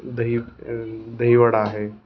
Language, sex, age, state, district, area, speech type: Marathi, male, 30-45, Maharashtra, Osmanabad, rural, spontaneous